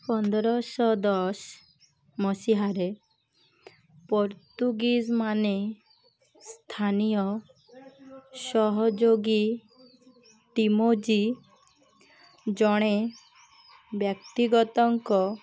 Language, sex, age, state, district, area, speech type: Odia, female, 18-30, Odisha, Malkangiri, urban, read